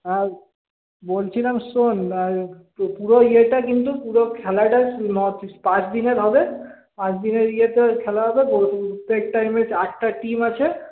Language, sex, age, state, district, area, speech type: Bengali, male, 18-30, West Bengal, Paschim Bardhaman, urban, conversation